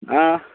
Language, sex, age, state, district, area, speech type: Odia, male, 60+, Odisha, Gajapati, rural, conversation